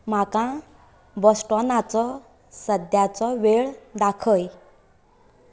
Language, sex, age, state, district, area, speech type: Goan Konkani, female, 18-30, Goa, Canacona, rural, read